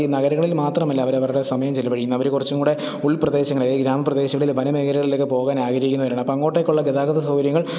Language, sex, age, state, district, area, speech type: Malayalam, male, 30-45, Kerala, Pathanamthitta, rural, spontaneous